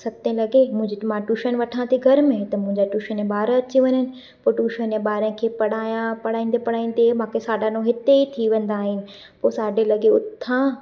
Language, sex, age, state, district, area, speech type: Sindhi, female, 18-30, Maharashtra, Thane, urban, spontaneous